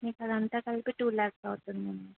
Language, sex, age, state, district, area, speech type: Telugu, female, 30-45, Telangana, Mancherial, rural, conversation